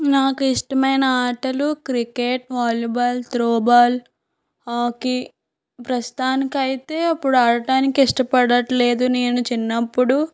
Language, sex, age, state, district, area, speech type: Telugu, female, 18-30, Andhra Pradesh, Anakapalli, rural, spontaneous